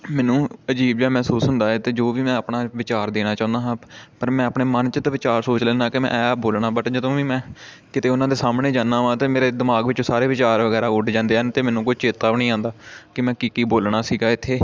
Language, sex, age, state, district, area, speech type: Punjabi, male, 18-30, Punjab, Amritsar, urban, spontaneous